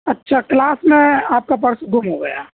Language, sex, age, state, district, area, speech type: Urdu, male, 18-30, Delhi, South Delhi, urban, conversation